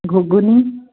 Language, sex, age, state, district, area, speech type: Odia, female, 60+, Odisha, Gajapati, rural, conversation